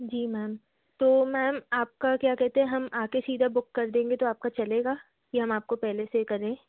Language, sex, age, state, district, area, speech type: Hindi, female, 30-45, Madhya Pradesh, Jabalpur, urban, conversation